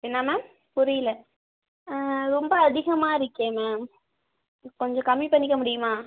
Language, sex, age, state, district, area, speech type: Tamil, female, 30-45, Tamil Nadu, Tiruvarur, rural, conversation